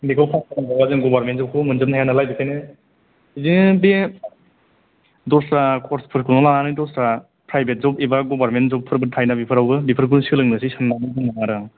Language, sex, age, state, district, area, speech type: Bodo, male, 18-30, Assam, Chirang, rural, conversation